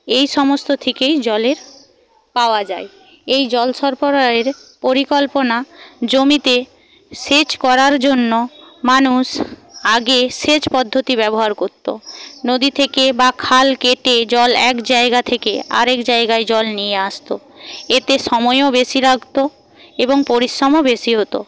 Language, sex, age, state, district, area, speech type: Bengali, female, 45-60, West Bengal, Paschim Medinipur, rural, spontaneous